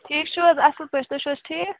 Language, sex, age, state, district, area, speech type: Kashmiri, female, 18-30, Jammu and Kashmir, Bandipora, rural, conversation